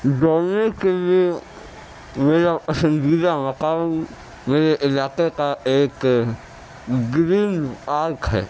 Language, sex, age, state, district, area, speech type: Urdu, male, 30-45, Delhi, Central Delhi, urban, spontaneous